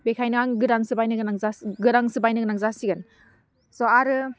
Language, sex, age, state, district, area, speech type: Bodo, female, 18-30, Assam, Udalguri, urban, spontaneous